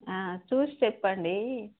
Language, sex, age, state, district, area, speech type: Telugu, female, 30-45, Telangana, Warangal, rural, conversation